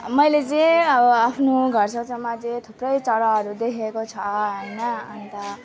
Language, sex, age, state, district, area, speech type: Nepali, female, 18-30, West Bengal, Alipurduar, rural, spontaneous